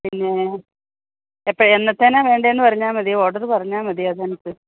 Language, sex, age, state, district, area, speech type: Malayalam, female, 45-60, Kerala, Idukki, rural, conversation